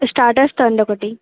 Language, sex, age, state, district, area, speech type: Telugu, female, 18-30, Telangana, Nalgonda, urban, conversation